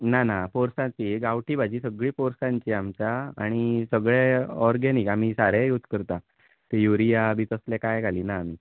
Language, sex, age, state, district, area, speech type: Goan Konkani, male, 30-45, Goa, Bardez, rural, conversation